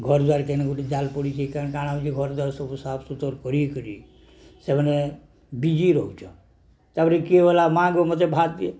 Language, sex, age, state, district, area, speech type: Odia, male, 60+, Odisha, Balangir, urban, spontaneous